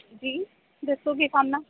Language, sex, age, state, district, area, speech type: Dogri, female, 18-30, Jammu and Kashmir, Jammu, rural, conversation